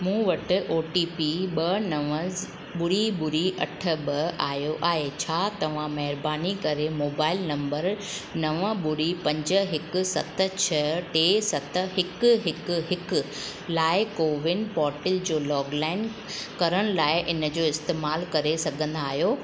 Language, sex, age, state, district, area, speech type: Sindhi, female, 30-45, Gujarat, Ahmedabad, urban, read